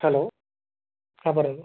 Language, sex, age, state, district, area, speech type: Malayalam, male, 45-60, Kerala, Kozhikode, urban, conversation